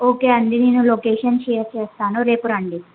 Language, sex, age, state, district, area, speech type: Telugu, female, 18-30, Telangana, Jangaon, urban, conversation